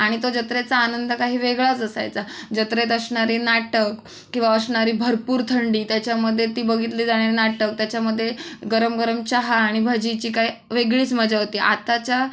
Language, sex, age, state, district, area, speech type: Marathi, female, 18-30, Maharashtra, Sindhudurg, rural, spontaneous